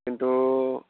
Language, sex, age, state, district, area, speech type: Bodo, male, 45-60, Assam, Udalguri, rural, conversation